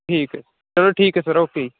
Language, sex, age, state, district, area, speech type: Punjabi, male, 30-45, Punjab, Barnala, rural, conversation